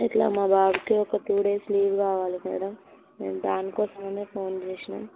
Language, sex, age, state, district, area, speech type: Telugu, female, 18-30, Andhra Pradesh, Visakhapatnam, rural, conversation